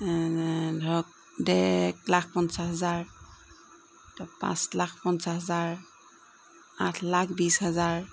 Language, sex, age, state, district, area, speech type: Assamese, female, 45-60, Assam, Jorhat, urban, spontaneous